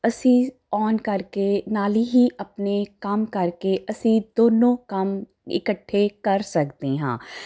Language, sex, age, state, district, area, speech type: Punjabi, female, 30-45, Punjab, Jalandhar, urban, spontaneous